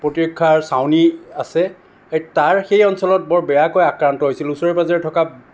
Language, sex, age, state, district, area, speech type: Assamese, male, 60+, Assam, Sonitpur, urban, spontaneous